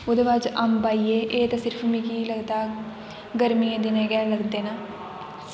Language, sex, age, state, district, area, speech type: Dogri, female, 18-30, Jammu and Kashmir, Kathua, rural, spontaneous